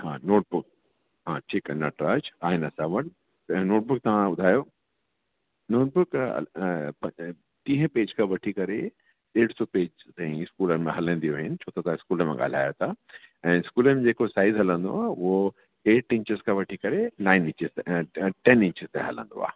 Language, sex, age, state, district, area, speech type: Sindhi, male, 45-60, Delhi, South Delhi, urban, conversation